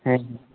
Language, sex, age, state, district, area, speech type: Santali, male, 18-30, West Bengal, Malda, rural, conversation